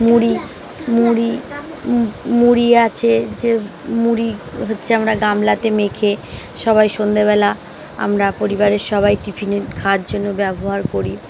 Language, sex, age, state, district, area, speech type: Bengali, female, 30-45, West Bengal, Uttar Dinajpur, urban, spontaneous